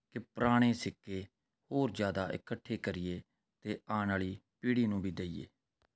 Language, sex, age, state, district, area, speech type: Punjabi, male, 45-60, Punjab, Rupnagar, urban, spontaneous